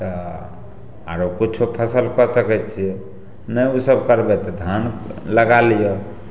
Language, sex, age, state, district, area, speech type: Maithili, male, 30-45, Bihar, Samastipur, rural, spontaneous